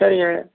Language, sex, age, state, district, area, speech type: Tamil, male, 60+, Tamil Nadu, Nagapattinam, rural, conversation